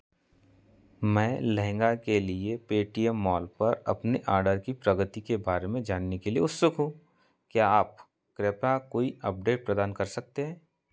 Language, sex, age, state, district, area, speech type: Hindi, male, 30-45, Madhya Pradesh, Seoni, rural, read